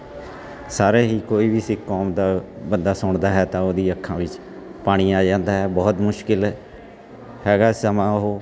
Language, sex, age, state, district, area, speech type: Punjabi, male, 45-60, Punjab, Fatehgarh Sahib, urban, spontaneous